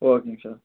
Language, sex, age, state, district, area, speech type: Tamil, male, 18-30, Tamil Nadu, Tiruchirappalli, rural, conversation